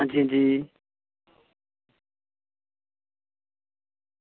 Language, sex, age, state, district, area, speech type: Dogri, male, 18-30, Jammu and Kashmir, Samba, rural, conversation